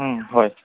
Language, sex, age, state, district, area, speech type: Assamese, female, 18-30, Assam, Nagaon, rural, conversation